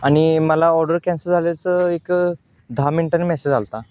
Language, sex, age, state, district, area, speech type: Marathi, male, 18-30, Maharashtra, Sangli, urban, spontaneous